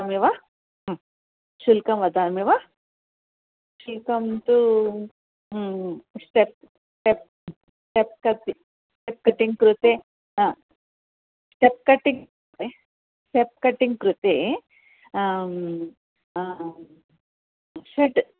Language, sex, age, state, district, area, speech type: Sanskrit, female, 60+, Karnataka, Bellary, urban, conversation